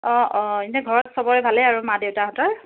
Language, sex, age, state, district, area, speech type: Assamese, female, 30-45, Assam, Biswanath, rural, conversation